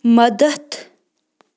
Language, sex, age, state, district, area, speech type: Kashmiri, female, 30-45, Jammu and Kashmir, Bandipora, rural, read